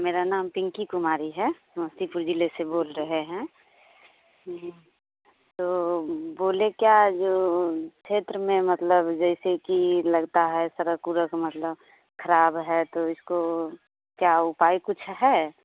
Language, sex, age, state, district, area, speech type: Hindi, female, 30-45, Bihar, Samastipur, urban, conversation